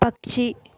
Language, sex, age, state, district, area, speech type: Telugu, female, 18-30, Andhra Pradesh, Chittoor, urban, read